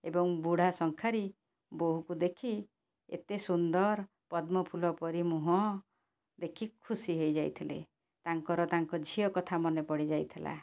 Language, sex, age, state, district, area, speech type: Odia, female, 45-60, Odisha, Cuttack, urban, spontaneous